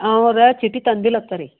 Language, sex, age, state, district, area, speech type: Kannada, female, 60+, Karnataka, Belgaum, rural, conversation